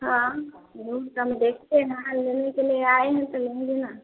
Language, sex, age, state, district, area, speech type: Hindi, female, 30-45, Bihar, Vaishali, rural, conversation